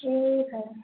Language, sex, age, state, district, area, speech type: Hindi, female, 45-60, Uttar Pradesh, Ayodhya, rural, conversation